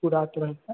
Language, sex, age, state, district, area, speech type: Maithili, male, 18-30, Bihar, Purnia, rural, conversation